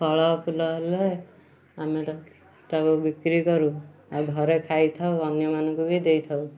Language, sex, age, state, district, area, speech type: Odia, male, 18-30, Odisha, Kendujhar, urban, spontaneous